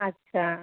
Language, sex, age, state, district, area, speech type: Marathi, female, 18-30, Maharashtra, Thane, urban, conversation